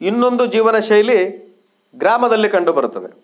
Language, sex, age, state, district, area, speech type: Kannada, male, 45-60, Karnataka, Shimoga, rural, spontaneous